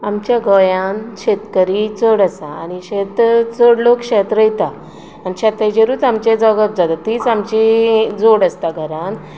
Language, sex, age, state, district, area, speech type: Goan Konkani, female, 30-45, Goa, Tiswadi, rural, spontaneous